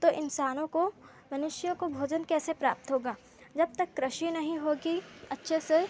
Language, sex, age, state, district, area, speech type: Hindi, female, 18-30, Madhya Pradesh, Seoni, urban, spontaneous